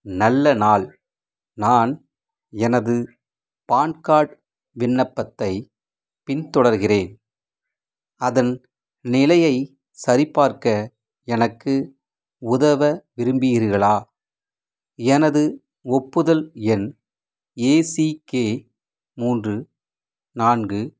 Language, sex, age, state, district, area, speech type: Tamil, male, 45-60, Tamil Nadu, Madurai, rural, read